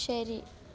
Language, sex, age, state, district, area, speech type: Malayalam, female, 18-30, Kerala, Alappuzha, rural, read